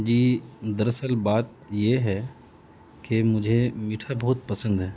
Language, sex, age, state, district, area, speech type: Urdu, male, 30-45, Bihar, Gaya, urban, spontaneous